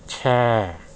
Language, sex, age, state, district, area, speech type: Urdu, male, 18-30, Delhi, Central Delhi, urban, read